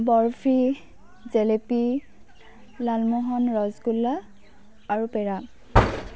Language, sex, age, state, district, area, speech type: Assamese, female, 18-30, Assam, Dibrugarh, rural, spontaneous